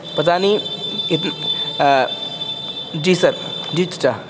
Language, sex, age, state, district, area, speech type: Urdu, male, 18-30, Uttar Pradesh, Muzaffarnagar, urban, spontaneous